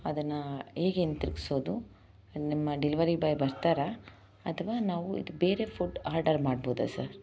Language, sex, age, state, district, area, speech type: Kannada, female, 30-45, Karnataka, Chamarajanagar, rural, spontaneous